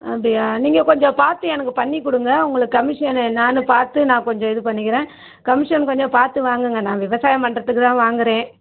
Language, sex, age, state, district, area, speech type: Tamil, female, 30-45, Tamil Nadu, Madurai, urban, conversation